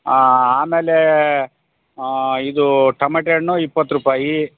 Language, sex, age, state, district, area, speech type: Kannada, male, 45-60, Karnataka, Bellary, rural, conversation